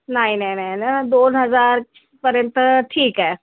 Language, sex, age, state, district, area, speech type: Marathi, female, 45-60, Maharashtra, Nagpur, urban, conversation